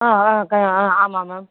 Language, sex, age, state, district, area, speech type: Tamil, female, 45-60, Tamil Nadu, Nilgiris, rural, conversation